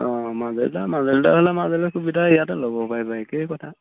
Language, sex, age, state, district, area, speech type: Assamese, male, 30-45, Assam, Majuli, urban, conversation